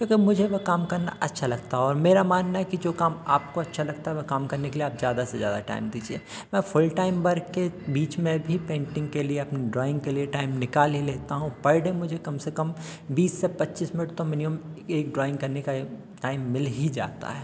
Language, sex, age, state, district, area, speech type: Hindi, male, 30-45, Madhya Pradesh, Hoshangabad, urban, spontaneous